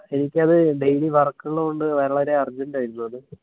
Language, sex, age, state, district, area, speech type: Malayalam, male, 18-30, Kerala, Wayanad, rural, conversation